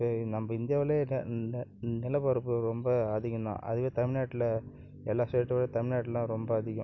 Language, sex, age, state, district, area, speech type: Tamil, male, 30-45, Tamil Nadu, Cuddalore, rural, spontaneous